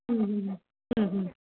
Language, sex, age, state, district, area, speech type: Malayalam, female, 30-45, Kerala, Pathanamthitta, rural, conversation